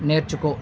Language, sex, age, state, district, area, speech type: Telugu, male, 30-45, Andhra Pradesh, Visakhapatnam, urban, read